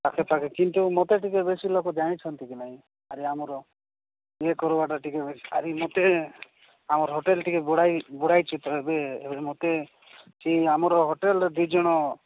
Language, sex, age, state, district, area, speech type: Odia, male, 45-60, Odisha, Nabarangpur, rural, conversation